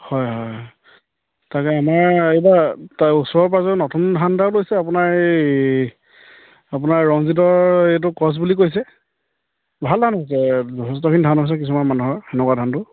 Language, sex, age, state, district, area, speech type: Assamese, male, 30-45, Assam, Charaideo, rural, conversation